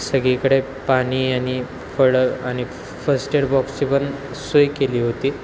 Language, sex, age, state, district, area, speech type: Marathi, male, 18-30, Maharashtra, Wardha, urban, spontaneous